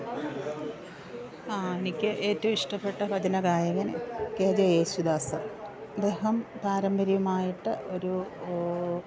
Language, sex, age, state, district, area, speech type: Malayalam, female, 45-60, Kerala, Pathanamthitta, rural, spontaneous